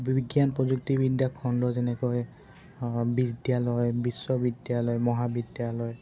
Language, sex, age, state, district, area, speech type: Assamese, male, 18-30, Assam, Dibrugarh, urban, spontaneous